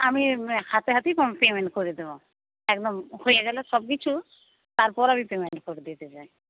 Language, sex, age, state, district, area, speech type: Bengali, female, 45-60, West Bengal, Paschim Medinipur, rural, conversation